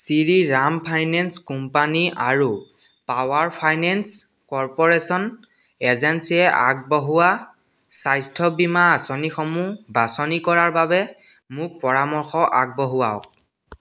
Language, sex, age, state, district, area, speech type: Assamese, male, 18-30, Assam, Biswanath, rural, read